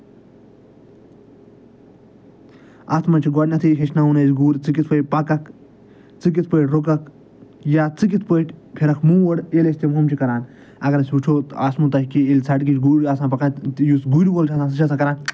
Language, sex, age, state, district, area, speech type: Kashmiri, male, 45-60, Jammu and Kashmir, Ganderbal, urban, spontaneous